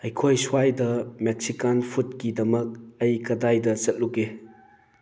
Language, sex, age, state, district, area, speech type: Manipuri, male, 18-30, Manipur, Thoubal, rural, read